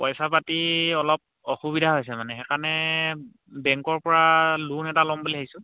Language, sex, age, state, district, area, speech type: Assamese, male, 45-60, Assam, Dhemaji, rural, conversation